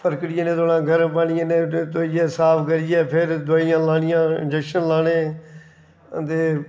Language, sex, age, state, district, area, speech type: Dogri, male, 45-60, Jammu and Kashmir, Reasi, rural, spontaneous